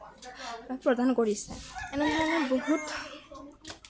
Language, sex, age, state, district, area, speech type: Assamese, female, 18-30, Assam, Kamrup Metropolitan, urban, spontaneous